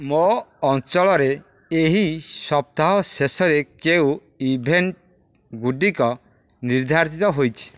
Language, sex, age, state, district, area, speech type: Odia, male, 45-60, Odisha, Dhenkanal, rural, read